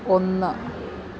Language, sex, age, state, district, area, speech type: Malayalam, female, 30-45, Kerala, Alappuzha, rural, read